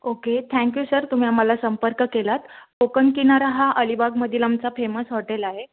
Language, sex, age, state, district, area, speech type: Marathi, female, 18-30, Maharashtra, Raigad, rural, conversation